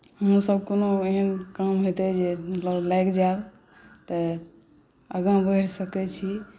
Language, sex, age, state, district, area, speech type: Maithili, female, 45-60, Bihar, Saharsa, rural, spontaneous